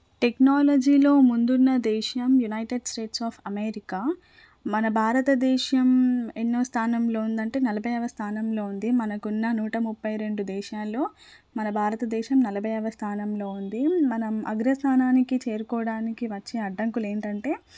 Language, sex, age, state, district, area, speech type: Telugu, female, 18-30, Telangana, Hanamkonda, urban, spontaneous